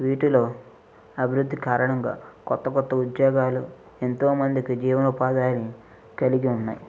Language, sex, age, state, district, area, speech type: Telugu, male, 45-60, Andhra Pradesh, East Godavari, urban, spontaneous